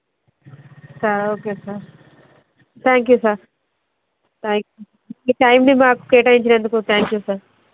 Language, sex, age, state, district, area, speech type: Telugu, female, 30-45, Telangana, Jangaon, rural, conversation